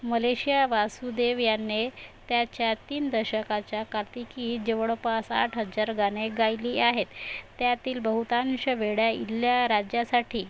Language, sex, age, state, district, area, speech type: Marathi, female, 60+, Maharashtra, Nagpur, rural, read